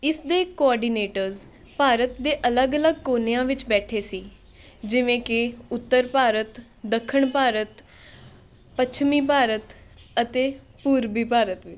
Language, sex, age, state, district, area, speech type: Punjabi, female, 18-30, Punjab, Shaheed Bhagat Singh Nagar, urban, spontaneous